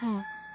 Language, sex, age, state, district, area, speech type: Santali, female, 18-30, West Bengal, Bankura, rural, spontaneous